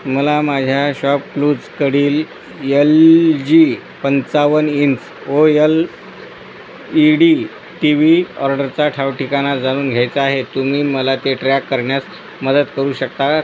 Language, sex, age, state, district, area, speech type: Marathi, male, 45-60, Maharashtra, Nanded, rural, read